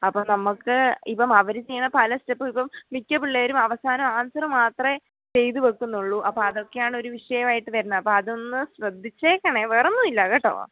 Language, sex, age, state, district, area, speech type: Malayalam, male, 45-60, Kerala, Pathanamthitta, rural, conversation